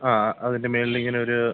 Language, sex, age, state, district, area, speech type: Malayalam, male, 18-30, Kerala, Kollam, rural, conversation